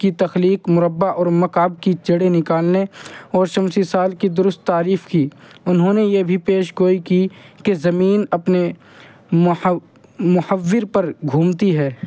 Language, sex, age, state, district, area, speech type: Urdu, male, 30-45, Uttar Pradesh, Muzaffarnagar, urban, spontaneous